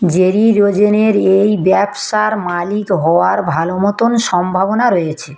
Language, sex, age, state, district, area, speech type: Bengali, female, 45-60, West Bengal, South 24 Parganas, rural, read